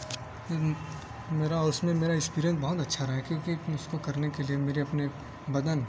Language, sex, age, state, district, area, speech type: Urdu, male, 18-30, Delhi, South Delhi, urban, spontaneous